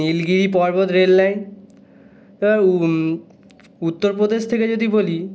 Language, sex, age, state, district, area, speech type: Bengali, male, 18-30, West Bengal, North 24 Parganas, urban, spontaneous